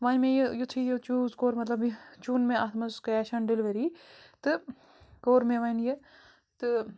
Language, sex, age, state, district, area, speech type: Kashmiri, female, 30-45, Jammu and Kashmir, Bandipora, rural, spontaneous